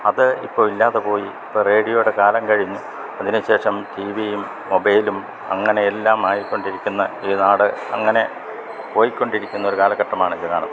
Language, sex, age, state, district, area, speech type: Malayalam, male, 60+, Kerala, Idukki, rural, spontaneous